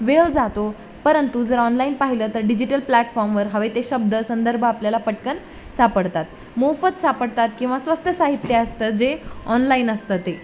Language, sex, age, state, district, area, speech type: Marathi, female, 18-30, Maharashtra, Jalna, urban, spontaneous